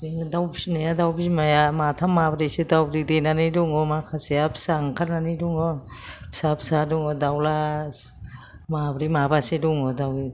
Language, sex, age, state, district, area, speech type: Bodo, female, 60+, Assam, Kokrajhar, rural, spontaneous